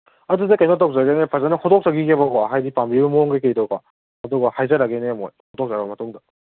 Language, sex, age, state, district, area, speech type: Manipuri, male, 18-30, Manipur, Kangpokpi, urban, conversation